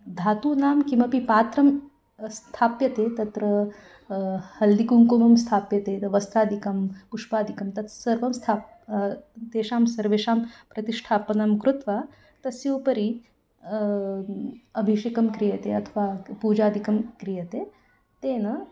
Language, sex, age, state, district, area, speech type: Sanskrit, female, 30-45, Karnataka, Bangalore Urban, urban, spontaneous